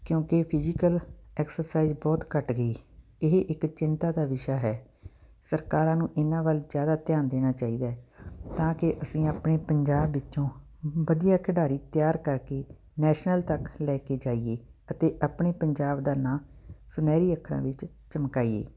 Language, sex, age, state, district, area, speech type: Punjabi, female, 45-60, Punjab, Fatehgarh Sahib, urban, spontaneous